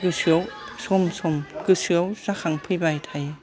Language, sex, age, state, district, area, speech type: Bodo, female, 60+, Assam, Kokrajhar, urban, spontaneous